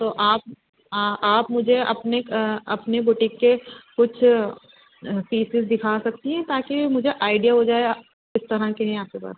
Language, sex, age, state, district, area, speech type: Urdu, female, 30-45, Uttar Pradesh, Rampur, urban, conversation